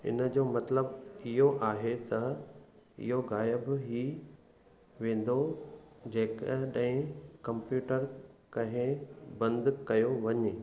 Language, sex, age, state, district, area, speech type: Sindhi, male, 30-45, Gujarat, Kutch, urban, read